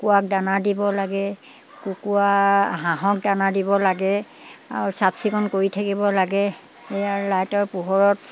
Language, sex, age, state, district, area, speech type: Assamese, female, 60+, Assam, Dibrugarh, rural, spontaneous